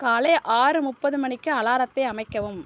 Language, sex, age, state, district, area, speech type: Tamil, female, 30-45, Tamil Nadu, Dharmapuri, rural, read